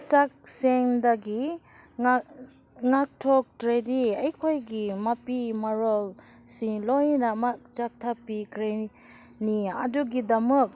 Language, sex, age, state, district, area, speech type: Manipuri, female, 30-45, Manipur, Senapati, urban, spontaneous